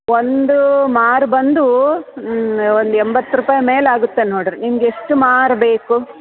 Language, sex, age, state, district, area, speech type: Kannada, female, 45-60, Karnataka, Bellary, urban, conversation